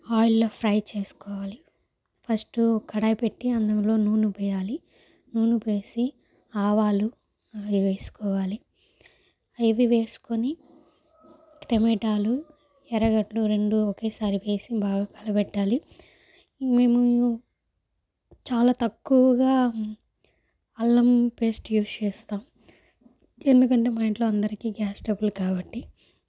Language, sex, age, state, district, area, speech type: Telugu, female, 18-30, Andhra Pradesh, Sri Balaji, urban, spontaneous